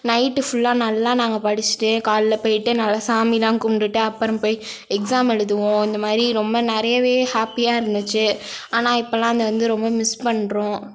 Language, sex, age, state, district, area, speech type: Tamil, female, 18-30, Tamil Nadu, Ariyalur, rural, spontaneous